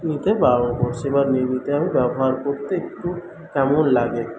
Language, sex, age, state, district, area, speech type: Bengali, male, 18-30, West Bengal, Paschim Medinipur, rural, spontaneous